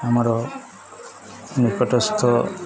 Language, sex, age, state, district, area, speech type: Odia, male, 30-45, Odisha, Nuapada, urban, spontaneous